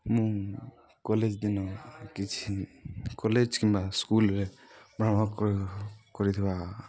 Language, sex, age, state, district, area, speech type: Odia, male, 18-30, Odisha, Balangir, urban, spontaneous